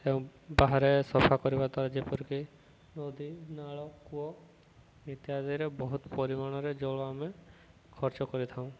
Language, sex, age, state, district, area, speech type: Odia, male, 18-30, Odisha, Subarnapur, urban, spontaneous